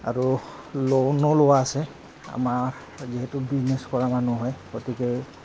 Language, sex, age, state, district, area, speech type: Assamese, male, 30-45, Assam, Goalpara, urban, spontaneous